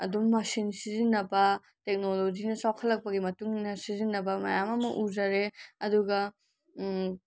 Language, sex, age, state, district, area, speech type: Manipuri, female, 18-30, Manipur, Senapati, rural, spontaneous